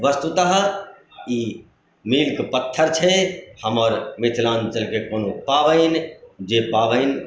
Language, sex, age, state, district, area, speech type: Maithili, male, 45-60, Bihar, Madhubani, urban, spontaneous